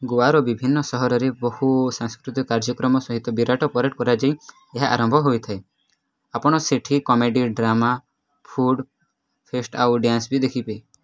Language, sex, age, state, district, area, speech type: Odia, male, 18-30, Odisha, Nuapada, urban, read